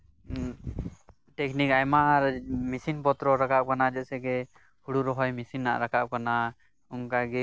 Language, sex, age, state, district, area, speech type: Santali, male, 18-30, West Bengal, Birbhum, rural, spontaneous